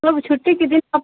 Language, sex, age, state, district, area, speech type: Hindi, female, 45-60, Uttar Pradesh, Ayodhya, rural, conversation